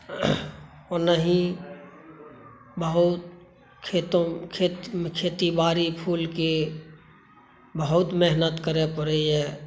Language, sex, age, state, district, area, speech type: Maithili, male, 45-60, Bihar, Saharsa, rural, spontaneous